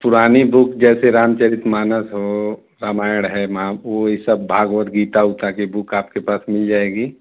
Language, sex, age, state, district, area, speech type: Hindi, male, 45-60, Uttar Pradesh, Mau, urban, conversation